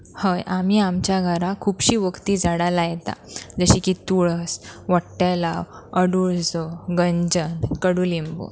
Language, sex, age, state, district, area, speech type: Goan Konkani, female, 18-30, Goa, Pernem, rural, spontaneous